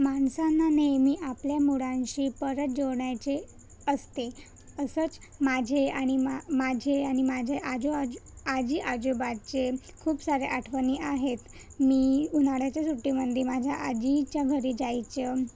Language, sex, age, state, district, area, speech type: Marathi, female, 30-45, Maharashtra, Nagpur, urban, spontaneous